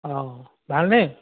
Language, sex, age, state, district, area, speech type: Assamese, male, 60+, Assam, Majuli, urban, conversation